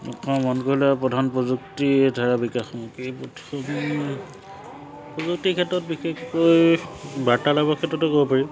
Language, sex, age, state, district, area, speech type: Assamese, male, 30-45, Assam, Charaideo, urban, spontaneous